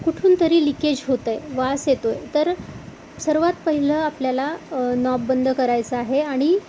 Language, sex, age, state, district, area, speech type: Marathi, female, 45-60, Maharashtra, Amravati, urban, spontaneous